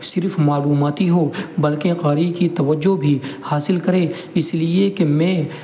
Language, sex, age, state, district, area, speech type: Urdu, male, 18-30, Uttar Pradesh, Muzaffarnagar, urban, spontaneous